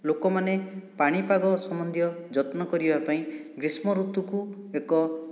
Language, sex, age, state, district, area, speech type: Odia, male, 60+, Odisha, Boudh, rural, spontaneous